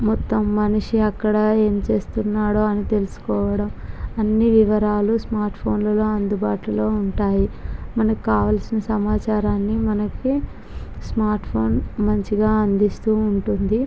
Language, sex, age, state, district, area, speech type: Telugu, female, 18-30, Andhra Pradesh, Visakhapatnam, rural, spontaneous